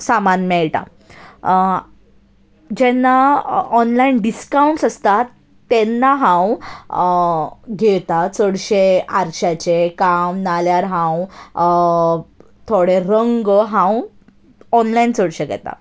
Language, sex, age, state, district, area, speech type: Goan Konkani, female, 18-30, Goa, Salcete, urban, spontaneous